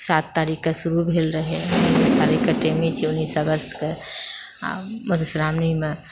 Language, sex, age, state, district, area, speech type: Maithili, female, 60+, Bihar, Purnia, rural, spontaneous